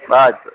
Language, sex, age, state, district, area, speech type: Kannada, male, 60+, Karnataka, Dakshina Kannada, rural, conversation